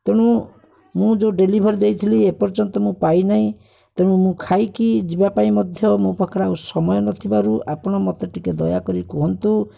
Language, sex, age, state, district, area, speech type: Odia, male, 45-60, Odisha, Bhadrak, rural, spontaneous